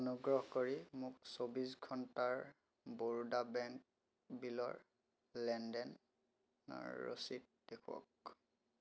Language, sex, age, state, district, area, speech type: Assamese, male, 30-45, Assam, Biswanath, rural, read